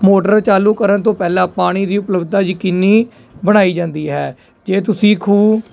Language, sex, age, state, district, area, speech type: Punjabi, male, 30-45, Punjab, Jalandhar, urban, spontaneous